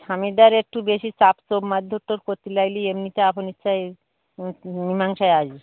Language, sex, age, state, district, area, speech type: Bengali, female, 60+, West Bengal, Darjeeling, urban, conversation